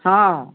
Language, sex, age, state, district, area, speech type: Maithili, female, 60+, Bihar, Muzaffarpur, rural, conversation